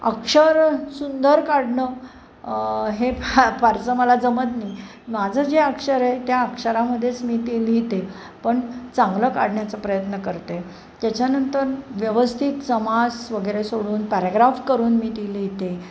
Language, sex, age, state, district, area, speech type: Marathi, female, 60+, Maharashtra, Pune, urban, spontaneous